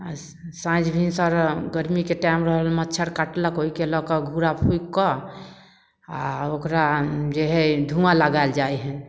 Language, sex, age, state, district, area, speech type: Maithili, female, 30-45, Bihar, Samastipur, rural, spontaneous